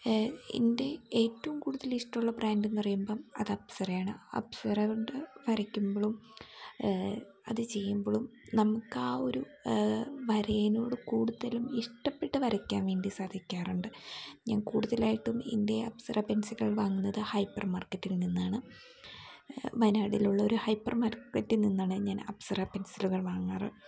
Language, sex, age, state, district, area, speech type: Malayalam, female, 18-30, Kerala, Wayanad, rural, spontaneous